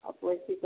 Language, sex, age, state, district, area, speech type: Hindi, female, 30-45, Bihar, Begusarai, rural, conversation